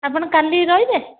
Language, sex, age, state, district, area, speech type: Odia, female, 45-60, Odisha, Dhenkanal, rural, conversation